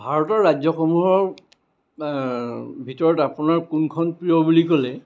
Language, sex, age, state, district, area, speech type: Assamese, male, 60+, Assam, Kamrup Metropolitan, urban, spontaneous